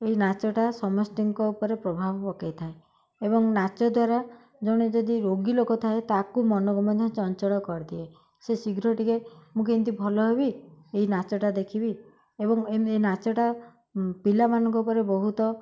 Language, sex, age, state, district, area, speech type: Odia, female, 60+, Odisha, Koraput, urban, spontaneous